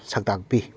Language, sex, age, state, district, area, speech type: Manipuri, male, 30-45, Manipur, Kakching, rural, spontaneous